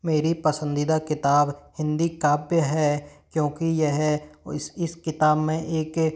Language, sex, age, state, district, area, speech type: Hindi, male, 45-60, Rajasthan, Karauli, rural, spontaneous